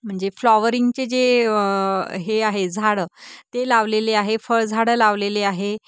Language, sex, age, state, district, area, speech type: Marathi, female, 30-45, Maharashtra, Nagpur, urban, spontaneous